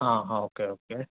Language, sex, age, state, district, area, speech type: Kannada, male, 30-45, Karnataka, Hassan, urban, conversation